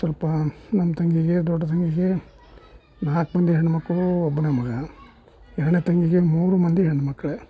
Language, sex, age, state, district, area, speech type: Kannada, male, 60+, Karnataka, Gadag, rural, spontaneous